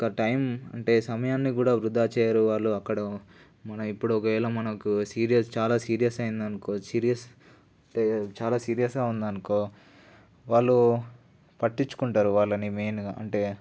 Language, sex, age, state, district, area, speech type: Telugu, male, 18-30, Telangana, Nalgonda, rural, spontaneous